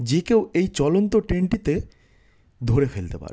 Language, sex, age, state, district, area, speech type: Bengali, male, 30-45, West Bengal, South 24 Parganas, rural, spontaneous